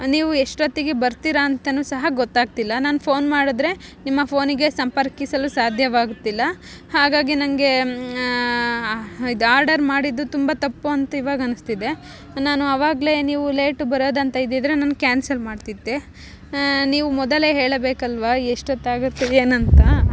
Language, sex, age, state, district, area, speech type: Kannada, female, 18-30, Karnataka, Chikkamagaluru, rural, spontaneous